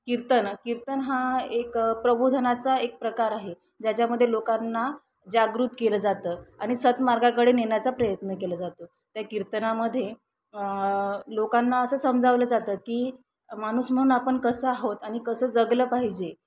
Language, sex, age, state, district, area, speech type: Marathi, female, 30-45, Maharashtra, Thane, urban, spontaneous